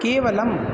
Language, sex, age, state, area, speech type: Sanskrit, male, 18-30, Uttar Pradesh, urban, spontaneous